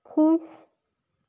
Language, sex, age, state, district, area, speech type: Punjabi, female, 45-60, Punjab, Shaheed Bhagat Singh Nagar, rural, read